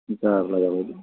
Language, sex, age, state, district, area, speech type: Bodo, male, 18-30, Assam, Kokrajhar, rural, conversation